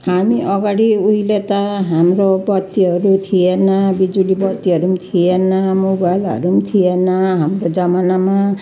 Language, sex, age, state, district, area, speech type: Nepali, female, 60+, West Bengal, Jalpaiguri, urban, spontaneous